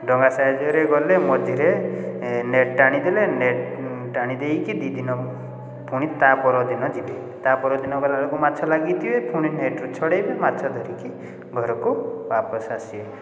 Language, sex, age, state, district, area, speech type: Odia, male, 30-45, Odisha, Puri, urban, spontaneous